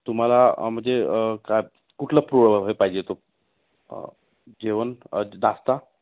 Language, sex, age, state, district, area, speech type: Marathi, male, 30-45, Maharashtra, Nagpur, urban, conversation